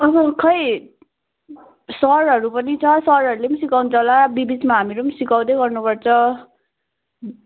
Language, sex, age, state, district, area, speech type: Nepali, female, 18-30, West Bengal, Jalpaiguri, urban, conversation